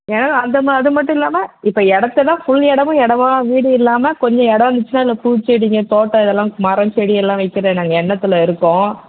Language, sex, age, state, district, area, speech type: Tamil, female, 45-60, Tamil Nadu, Kanchipuram, urban, conversation